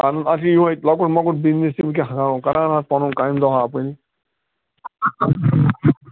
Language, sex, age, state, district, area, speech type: Kashmiri, male, 45-60, Jammu and Kashmir, Bandipora, rural, conversation